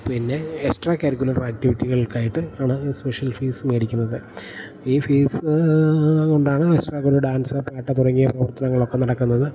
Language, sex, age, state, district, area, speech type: Malayalam, male, 30-45, Kerala, Idukki, rural, spontaneous